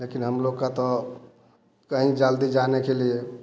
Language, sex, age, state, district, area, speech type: Hindi, male, 45-60, Bihar, Samastipur, rural, spontaneous